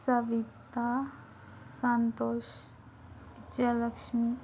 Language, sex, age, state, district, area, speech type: Kannada, female, 18-30, Karnataka, Shimoga, rural, spontaneous